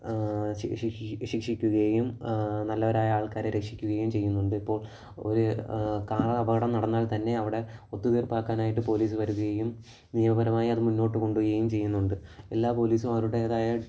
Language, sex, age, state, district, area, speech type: Malayalam, male, 18-30, Kerala, Kollam, rural, spontaneous